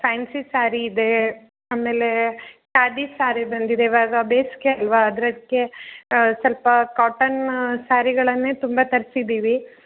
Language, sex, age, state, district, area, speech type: Kannada, female, 30-45, Karnataka, Uttara Kannada, rural, conversation